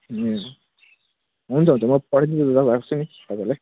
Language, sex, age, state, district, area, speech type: Nepali, male, 30-45, West Bengal, Jalpaiguri, rural, conversation